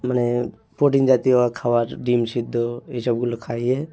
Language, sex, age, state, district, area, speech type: Bengali, male, 30-45, West Bengal, South 24 Parganas, rural, spontaneous